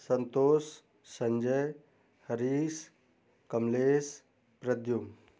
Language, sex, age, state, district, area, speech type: Hindi, male, 30-45, Uttar Pradesh, Jaunpur, rural, spontaneous